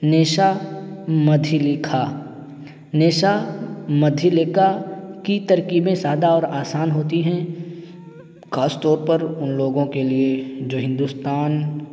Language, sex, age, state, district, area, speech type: Urdu, male, 18-30, Uttar Pradesh, Siddharthnagar, rural, spontaneous